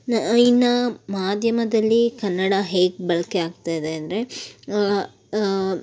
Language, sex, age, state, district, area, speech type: Kannada, female, 18-30, Karnataka, Tumkur, rural, spontaneous